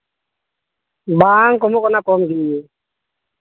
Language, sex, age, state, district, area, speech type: Santali, male, 18-30, Jharkhand, Pakur, rural, conversation